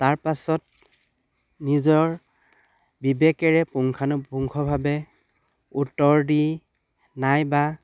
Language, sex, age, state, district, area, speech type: Assamese, male, 45-60, Assam, Dhemaji, rural, spontaneous